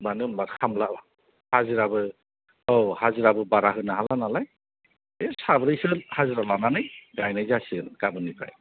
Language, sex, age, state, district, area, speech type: Bodo, male, 30-45, Assam, Kokrajhar, rural, conversation